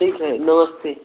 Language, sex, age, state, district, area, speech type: Hindi, male, 18-30, Uttar Pradesh, Ghazipur, rural, conversation